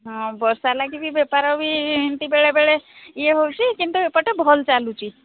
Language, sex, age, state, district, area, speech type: Odia, female, 45-60, Odisha, Sambalpur, rural, conversation